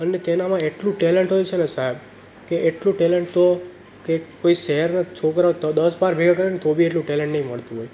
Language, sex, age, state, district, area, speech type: Gujarati, male, 18-30, Gujarat, Surat, rural, spontaneous